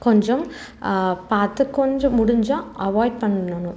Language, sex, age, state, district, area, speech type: Tamil, female, 18-30, Tamil Nadu, Salem, urban, spontaneous